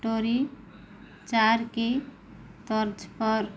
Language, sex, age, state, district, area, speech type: Hindi, female, 45-60, Madhya Pradesh, Chhindwara, rural, read